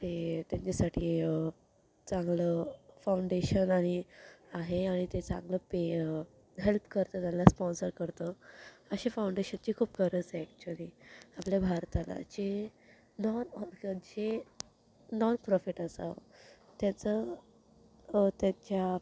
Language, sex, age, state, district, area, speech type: Marathi, female, 18-30, Maharashtra, Thane, urban, spontaneous